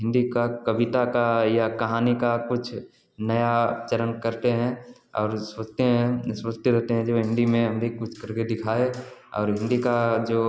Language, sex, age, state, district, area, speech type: Hindi, male, 18-30, Bihar, Samastipur, rural, spontaneous